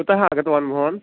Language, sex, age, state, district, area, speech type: Sanskrit, male, 45-60, Madhya Pradesh, Indore, rural, conversation